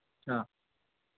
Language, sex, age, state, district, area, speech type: Hindi, male, 30-45, Madhya Pradesh, Harda, urban, conversation